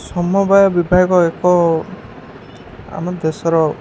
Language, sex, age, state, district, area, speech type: Odia, male, 18-30, Odisha, Ganjam, urban, spontaneous